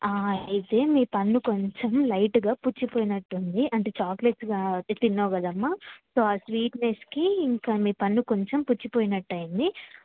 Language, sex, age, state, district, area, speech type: Telugu, female, 18-30, Telangana, Karimnagar, urban, conversation